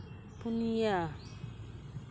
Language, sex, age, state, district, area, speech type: Santali, female, 45-60, West Bengal, Paschim Bardhaman, rural, read